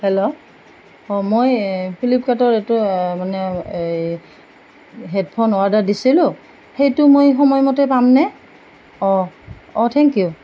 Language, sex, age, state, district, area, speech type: Assamese, female, 45-60, Assam, Goalpara, urban, spontaneous